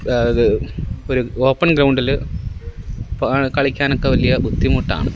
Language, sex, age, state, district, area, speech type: Malayalam, male, 18-30, Kerala, Kollam, rural, spontaneous